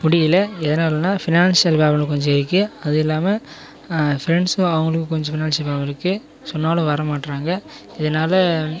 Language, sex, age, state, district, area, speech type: Tamil, male, 18-30, Tamil Nadu, Kallakurichi, rural, spontaneous